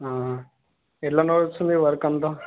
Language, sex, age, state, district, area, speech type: Telugu, male, 18-30, Telangana, Suryapet, urban, conversation